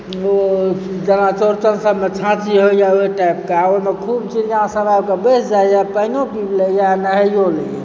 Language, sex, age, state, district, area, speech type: Maithili, male, 30-45, Bihar, Supaul, urban, spontaneous